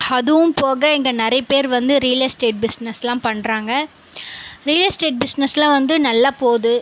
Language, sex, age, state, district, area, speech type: Tamil, female, 18-30, Tamil Nadu, Viluppuram, rural, spontaneous